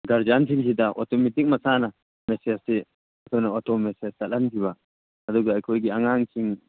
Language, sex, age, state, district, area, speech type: Manipuri, male, 30-45, Manipur, Churachandpur, rural, conversation